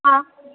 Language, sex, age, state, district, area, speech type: Hindi, female, 18-30, Rajasthan, Jodhpur, urban, conversation